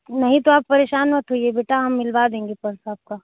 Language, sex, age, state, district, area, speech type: Hindi, female, 18-30, Uttar Pradesh, Azamgarh, rural, conversation